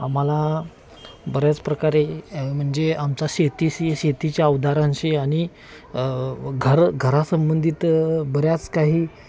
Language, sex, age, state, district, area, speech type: Marathi, male, 30-45, Maharashtra, Kolhapur, urban, spontaneous